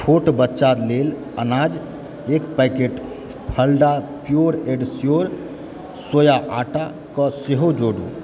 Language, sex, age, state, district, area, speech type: Maithili, male, 18-30, Bihar, Supaul, rural, read